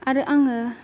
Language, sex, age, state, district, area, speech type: Bodo, female, 30-45, Assam, Kokrajhar, rural, spontaneous